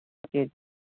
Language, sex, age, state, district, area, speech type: Hindi, male, 18-30, Bihar, Begusarai, rural, conversation